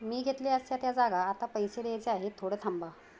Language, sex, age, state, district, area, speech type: Marathi, female, 45-60, Maharashtra, Palghar, urban, read